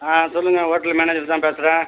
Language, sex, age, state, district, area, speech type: Tamil, male, 45-60, Tamil Nadu, Viluppuram, rural, conversation